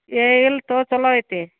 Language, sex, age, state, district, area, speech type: Kannada, female, 45-60, Karnataka, Gadag, rural, conversation